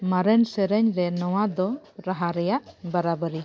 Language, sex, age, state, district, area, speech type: Santali, female, 45-60, Jharkhand, Bokaro, rural, read